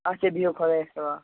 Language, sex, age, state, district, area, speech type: Kashmiri, male, 18-30, Jammu and Kashmir, Shopian, rural, conversation